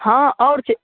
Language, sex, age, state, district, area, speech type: Maithili, male, 18-30, Bihar, Saharsa, rural, conversation